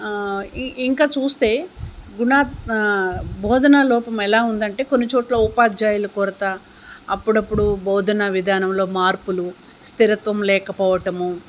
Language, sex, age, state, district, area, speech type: Telugu, female, 60+, Telangana, Hyderabad, urban, spontaneous